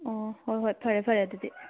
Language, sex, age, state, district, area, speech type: Manipuri, female, 18-30, Manipur, Kakching, rural, conversation